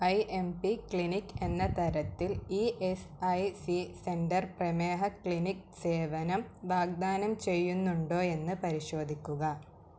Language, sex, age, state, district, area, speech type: Malayalam, female, 18-30, Kerala, Malappuram, rural, read